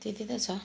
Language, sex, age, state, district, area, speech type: Nepali, female, 45-60, West Bengal, Kalimpong, rural, spontaneous